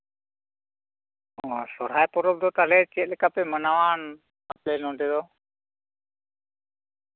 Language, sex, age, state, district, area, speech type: Santali, male, 45-60, West Bengal, Bankura, rural, conversation